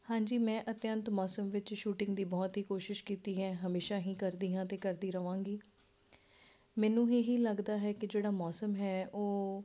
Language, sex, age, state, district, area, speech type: Punjabi, female, 30-45, Punjab, Ludhiana, urban, spontaneous